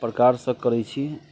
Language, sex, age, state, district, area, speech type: Maithili, male, 30-45, Bihar, Muzaffarpur, urban, spontaneous